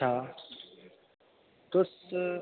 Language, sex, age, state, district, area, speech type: Dogri, male, 18-30, Jammu and Kashmir, Udhampur, rural, conversation